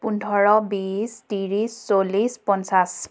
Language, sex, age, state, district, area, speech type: Assamese, female, 30-45, Assam, Biswanath, rural, spontaneous